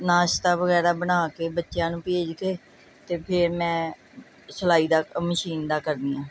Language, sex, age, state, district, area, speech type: Punjabi, female, 45-60, Punjab, Gurdaspur, urban, spontaneous